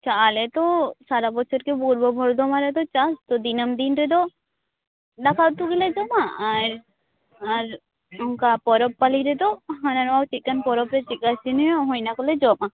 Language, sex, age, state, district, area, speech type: Santali, female, 18-30, West Bengal, Purba Bardhaman, rural, conversation